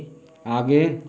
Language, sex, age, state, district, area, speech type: Hindi, male, 60+, Uttar Pradesh, Mau, rural, read